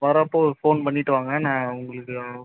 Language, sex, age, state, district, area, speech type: Tamil, male, 30-45, Tamil Nadu, Viluppuram, rural, conversation